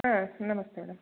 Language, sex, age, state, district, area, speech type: Kannada, female, 30-45, Karnataka, Shimoga, rural, conversation